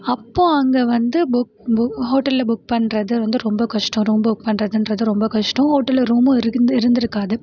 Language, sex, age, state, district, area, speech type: Tamil, female, 18-30, Tamil Nadu, Tiruvarur, rural, spontaneous